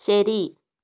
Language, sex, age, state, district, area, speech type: Malayalam, female, 30-45, Kerala, Kozhikode, urban, read